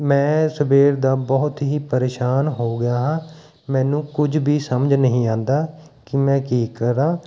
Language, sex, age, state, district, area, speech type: Punjabi, male, 30-45, Punjab, Mohali, rural, spontaneous